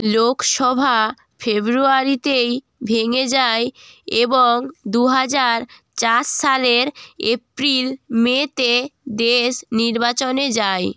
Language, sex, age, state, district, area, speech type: Bengali, female, 18-30, West Bengal, Jalpaiguri, rural, read